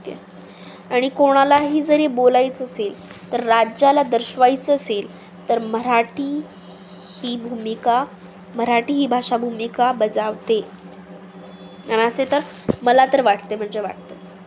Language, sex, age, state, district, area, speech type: Marathi, female, 18-30, Maharashtra, Nanded, rural, spontaneous